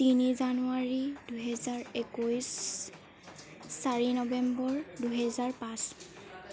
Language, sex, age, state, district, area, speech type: Assamese, female, 18-30, Assam, Tinsukia, urban, spontaneous